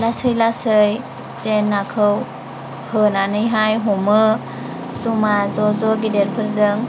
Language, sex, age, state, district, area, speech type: Bodo, female, 30-45, Assam, Chirang, rural, spontaneous